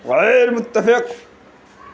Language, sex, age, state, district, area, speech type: Urdu, male, 18-30, Uttar Pradesh, Gautam Buddha Nagar, urban, read